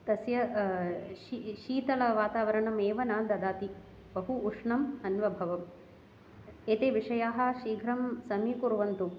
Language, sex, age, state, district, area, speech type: Sanskrit, female, 30-45, Kerala, Ernakulam, urban, spontaneous